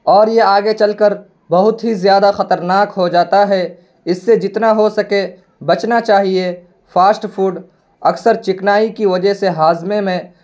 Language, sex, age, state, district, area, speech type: Urdu, male, 18-30, Bihar, Purnia, rural, spontaneous